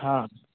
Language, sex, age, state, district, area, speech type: Sanskrit, male, 45-60, Bihar, Darbhanga, urban, conversation